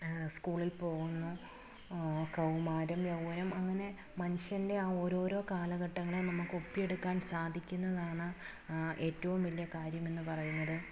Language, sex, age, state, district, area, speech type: Malayalam, female, 30-45, Kerala, Alappuzha, rural, spontaneous